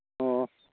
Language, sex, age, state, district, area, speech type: Manipuri, male, 45-60, Manipur, Kangpokpi, urban, conversation